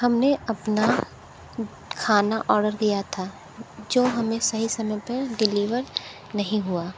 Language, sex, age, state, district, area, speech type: Hindi, female, 30-45, Uttar Pradesh, Sonbhadra, rural, spontaneous